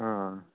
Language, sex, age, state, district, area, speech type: Tamil, male, 18-30, Tamil Nadu, Thanjavur, rural, conversation